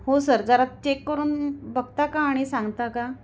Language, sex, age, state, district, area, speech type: Marathi, female, 45-60, Maharashtra, Kolhapur, rural, spontaneous